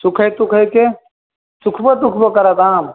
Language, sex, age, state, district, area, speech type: Maithili, male, 18-30, Bihar, Madhepura, rural, conversation